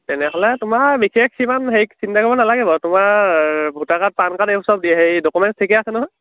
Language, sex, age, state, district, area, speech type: Assamese, male, 18-30, Assam, Lakhimpur, urban, conversation